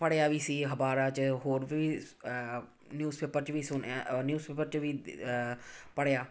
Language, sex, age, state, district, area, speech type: Punjabi, female, 45-60, Punjab, Amritsar, urban, spontaneous